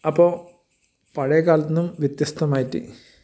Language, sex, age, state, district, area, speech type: Malayalam, male, 45-60, Kerala, Kasaragod, rural, spontaneous